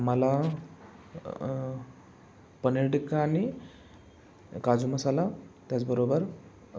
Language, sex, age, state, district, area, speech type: Marathi, male, 18-30, Maharashtra, Sangli, urban, spontaneous